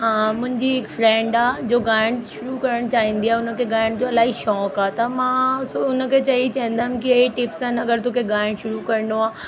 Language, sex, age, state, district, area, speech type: Sindhi, female, 30-45, Delhi, South Delhi, urban, spontaneous